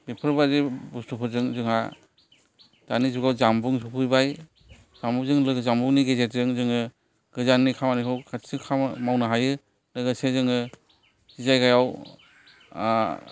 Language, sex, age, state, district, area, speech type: Bodo, male, 45-60, Assam, Kokrajhar, rural, spontaneous